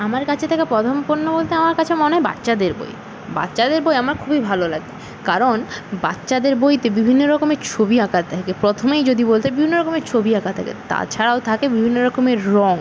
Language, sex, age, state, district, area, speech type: Bengali, female, 18-30, West Bengal, Purba Medinipur, rural, spontaneous